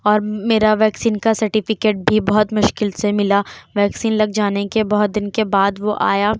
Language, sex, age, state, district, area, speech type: Urdu, female, 18-30, Uttar Pradesh, Lucknow, rural, spontaneous